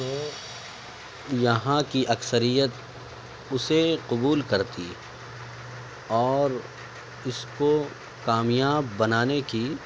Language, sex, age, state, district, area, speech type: Urdu, male, 18-30, Delhi, Central Delhi, urban, spontaneous